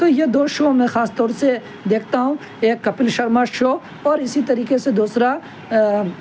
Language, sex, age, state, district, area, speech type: Urdu, male, 18-30, Delhi, North West Delhi, urban, spontaneous